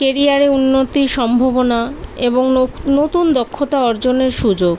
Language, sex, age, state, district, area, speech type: Bengali, female, 30-45, West Bengal, Kolkata, urban, spontaneous